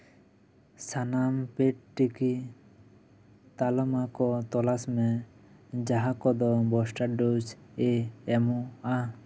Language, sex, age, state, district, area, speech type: Santali, male, 18-30, West Bengal, Bankura, rural, read